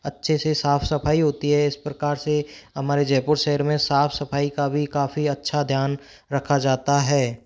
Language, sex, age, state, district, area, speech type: Hindi, male, 30-45, Rajasthan, Jaipur, urban, spontaneous